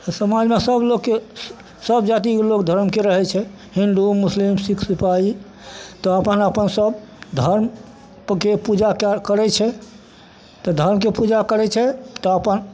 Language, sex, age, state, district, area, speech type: Maithili, male, 60+, Bihar, Madhepura, urban, spontaneous